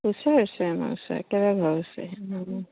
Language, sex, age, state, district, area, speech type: Assamese, female, 45-60, Assam, Dibrugarh, rural, conversation